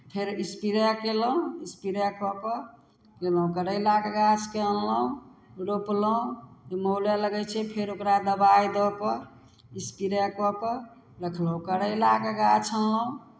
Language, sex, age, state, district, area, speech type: Maithili, female, 60+, Bihar, Samastipur, rural, spontaneous